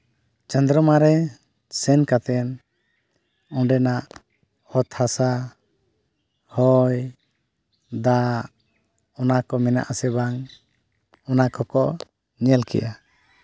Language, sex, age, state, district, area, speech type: Santali, male, 30-45, Jharkhand, East Singhbhum, rural, spontaneous